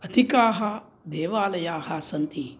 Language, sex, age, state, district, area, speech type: Sanskrit, male, 60+, Tamil Nadu, Mayiladuthurai, urban, spontaneous